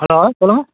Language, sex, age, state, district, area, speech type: Tamil, male, 30-45, Tamil Nadu, Dharmapuri, urban, conversation